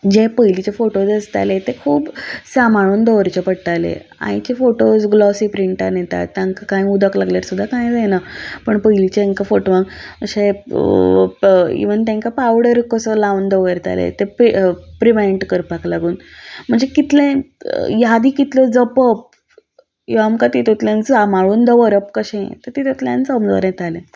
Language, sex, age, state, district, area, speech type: Goan Konkani, female, 18-30, Goa, Ponda, rural, spontaneous